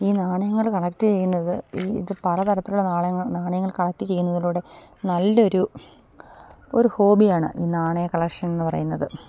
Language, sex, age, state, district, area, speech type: Malayalam, female, 45-60, Kerala, Idukki, rural, spontaneous